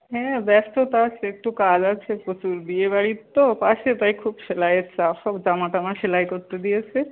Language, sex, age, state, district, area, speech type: Bengali, female, 45-60, West Bengal, Hooghly, rural, conversation